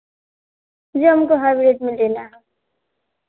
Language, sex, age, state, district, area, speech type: Hindi, female, 18-30, Bihar, Vaishali, rural, conversation